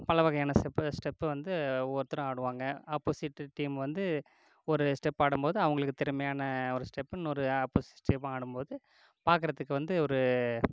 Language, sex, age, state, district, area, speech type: Tamil, male, 30-45, Tamil Nadu, Namakkal, rural, spontaneous